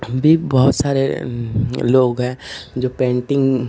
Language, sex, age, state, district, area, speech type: Hindi, male, 18-30, Uttar Pradesh, Ghazipur, urban, spontaneous